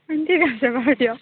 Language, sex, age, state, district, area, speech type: Assamese, female, 18-30, Assam, Kamrup Metropolitan, urban, conversation